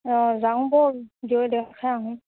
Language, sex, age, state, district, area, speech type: Assamese, female, 30-45, Assam, Barpeta, rural, conversation